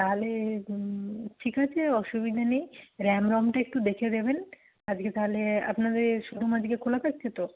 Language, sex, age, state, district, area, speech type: Bengali, female, 18-30, West Bengal, Nadia, rural, conversation